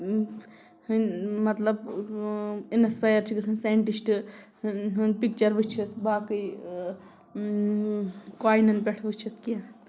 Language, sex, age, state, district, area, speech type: Kashmiri, female, 30-45, Jammu and Kashmir, Shopian, urban, spontaneous